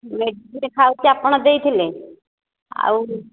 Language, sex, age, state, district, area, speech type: Odia, female, 60+, Odisha, Nayagarh, rural, conversation